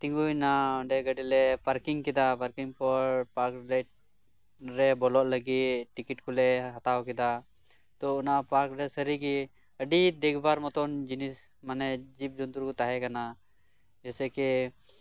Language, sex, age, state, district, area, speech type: Santali, male, 18-30, West Bengal, Birbhum, rural, spontaneous